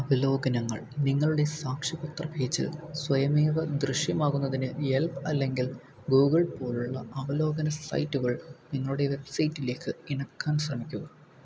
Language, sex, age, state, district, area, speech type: Malayalam, male, 18-30, Kerala, Palakkad, rural, read